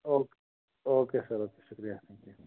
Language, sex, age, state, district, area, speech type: Kashmiri, male, 30-45, Jammu and Kashmir, Anantnag, rural, conversation